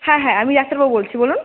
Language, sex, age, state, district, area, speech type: Bengali, female, 18-30, West Bengal, Jalpaiguri, rural, conversation